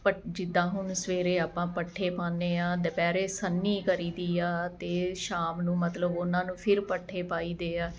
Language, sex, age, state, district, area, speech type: Punjabi, female, 45-60, Punjab, Ludhiana, urban, spontaneous